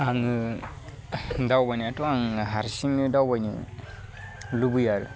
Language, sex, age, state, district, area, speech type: Bodo, male, 18-30, Assam, Baksa, rural, spontaneous